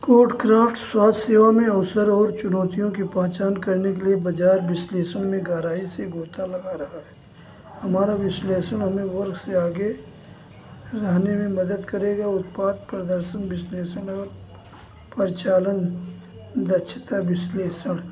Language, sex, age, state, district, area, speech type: Hindi, male, 60+, Uttar Pradesh, Ayodhya, rural, read